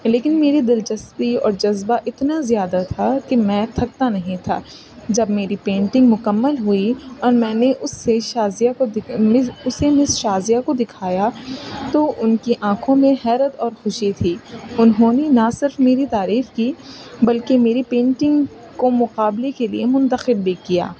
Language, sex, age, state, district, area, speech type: Urdu, female, 18-30, Uttar Pradesh, Rampur, urban, spontaneous